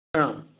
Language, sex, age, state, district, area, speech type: Manipuri, male, 60+, Manipur, Churachandpur, urban, conversation